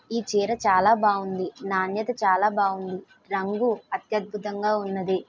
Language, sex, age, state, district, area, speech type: Telugu, female, 45-60, Andhra Pradesh, Kakinada, rural, spontaneous